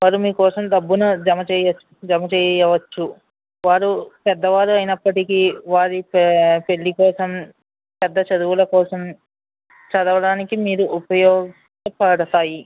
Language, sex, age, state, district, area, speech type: Telugu, male, 60+, Andhra Pradesh, West Godavari, rural, conversation